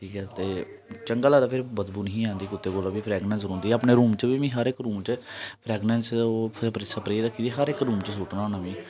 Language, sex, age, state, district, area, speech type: Dogri, male, 18-30, Jammu and Kashmir, Jammu, rural, spontaneous